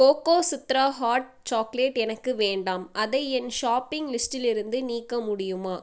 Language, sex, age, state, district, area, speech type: Tamil, female, 18-30, Tamil Nadu, Viluppuram, rural, read